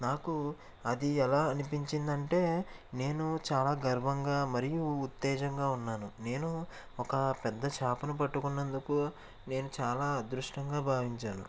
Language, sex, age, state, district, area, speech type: Telugu, male, 18-30, Andhra Pradesh, Konaseema, rural, spontaneous